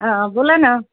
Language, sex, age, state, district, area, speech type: Marathi, female, 30-45, Maharashtra, Wardha, rural, conversation